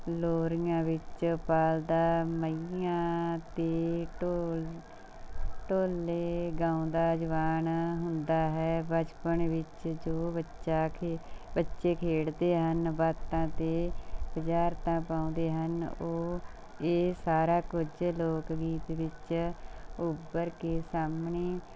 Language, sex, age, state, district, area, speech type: Punjabi, female, 45-60, Punjab, Mansa, rural, spontaneous